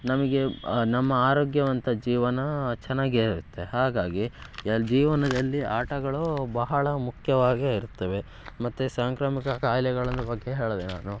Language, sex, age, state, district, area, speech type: Kannada, male, 18-30, Karnataka, Shimoga, rural, spontaneous